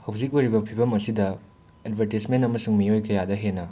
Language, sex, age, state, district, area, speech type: Manipuri, male, 30-45, Manipur, Imphal West, urban, spontaneous